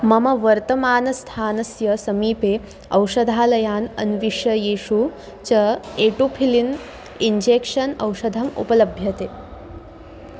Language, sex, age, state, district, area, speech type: Sanskrit, female, 18-30, Maharashtra, Wardha, urban, read